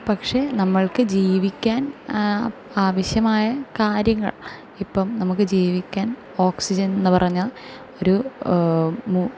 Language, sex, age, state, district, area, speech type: Malayalam, female, 18-30, Kerala, Thrissur, urban, spontaneous